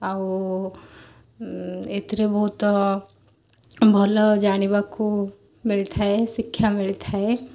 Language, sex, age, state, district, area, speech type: Odia, female, 18-30, Odisha, Kendrapara, urban, spontaneous